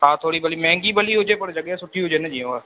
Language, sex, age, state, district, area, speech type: Sindhi, male, 18-30, Madhya Pradesh, Katni, urban, conversation